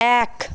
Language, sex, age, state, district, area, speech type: Bengali, female, 18-30, West Bengal, Paschim Medinipur, urban, read